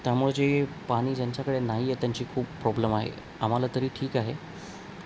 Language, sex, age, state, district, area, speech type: Marathi, male, 18-30, Maharashtra, Nanded, urban, spontaneous